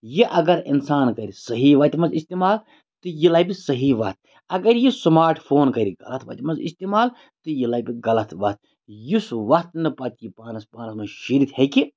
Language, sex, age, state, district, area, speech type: Kashmiri, male, 30-45, Jammu and Kashmir, Bandipora, rural, spontaneous